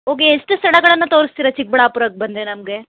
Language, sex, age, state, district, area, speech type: Kannada, female, 60+, Karnataka, Chikkaballapur, urban, conversation